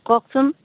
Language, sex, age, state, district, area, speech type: Assamese, female, 60+, Assam, Dibrugarh, rural, conversation